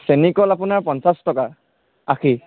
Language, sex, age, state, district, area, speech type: Assamese, male, 30-45, Assam, Nagaon, rural, conversation